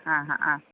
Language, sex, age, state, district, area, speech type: Malayalam, female, 30-45, Kerala, Pathanamthitta, rural, conversation